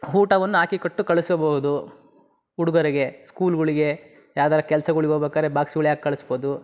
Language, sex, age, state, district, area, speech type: Kannada, male, 30-45, Karnataka, Chitradurga, rural, spontaneous